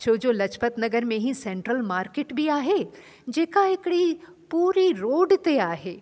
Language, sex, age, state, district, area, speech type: Sindhi, female, 45-60, Delhi, South Delhi, urban, spontaneous